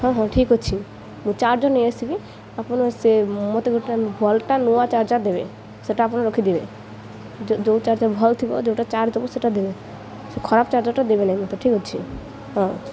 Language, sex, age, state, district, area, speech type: Odia, female, 18-30, Odisha, Malkangiri, urban, spontaneous